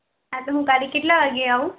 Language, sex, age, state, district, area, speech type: Gujarati, female, 18-30, Gujarat, Mehsana, rural, conversation